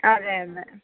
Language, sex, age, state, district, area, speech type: Malayalam, male, 45-60, Kerala, Pathanamthitta, rural, conversation